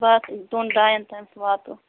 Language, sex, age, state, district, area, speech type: Kashmiri, female, 18-30, Jammu and Kashmir, Bandipora, rural, conversation